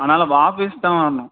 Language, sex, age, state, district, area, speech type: Tamil, male, 18-30, Tamil Nadu, Dharmapuri, rural, conversation